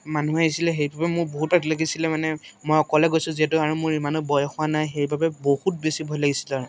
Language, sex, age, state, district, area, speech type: Assamese, male, 18-30, Assam, Majuli, urban, spontaneous